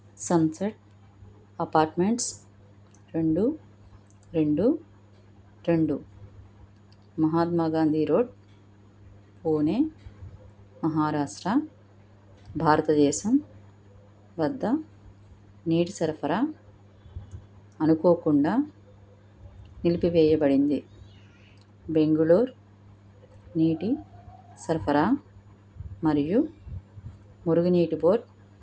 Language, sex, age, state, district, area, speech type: Telugu, female, 45-60, Andhra Pradesh, Krishna, urban, read